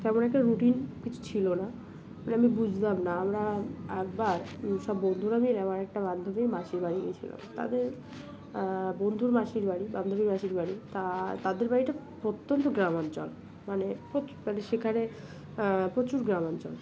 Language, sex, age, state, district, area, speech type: Bengali, female, 18-30, West Bengal, Birbhum, urban, spontaneous